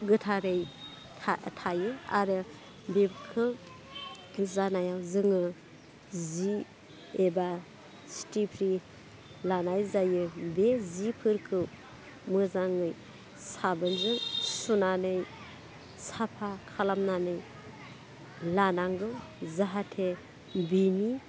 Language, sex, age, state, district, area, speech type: Bodo, female, 30-45, Assam, Udalguri, urban, spontaneous